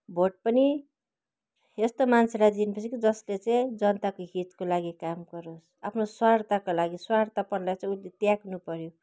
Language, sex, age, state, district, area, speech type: Nepali, female, 45-60, West Bengal, Kalimpong, rural, spontaneous